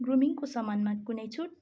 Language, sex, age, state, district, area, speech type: Nepali, female, 18-30, West Bengal, Darjeeling, rural, read